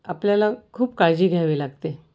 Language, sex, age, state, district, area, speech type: Marathi, female, 45-60, Maharashtra, Nashik, urban, spontaneous